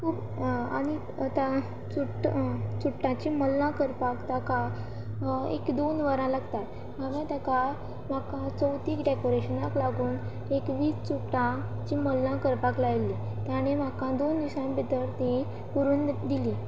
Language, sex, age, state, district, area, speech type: Goan Konkani, female, 18-30, Goa, Quepem, rural, spontaneous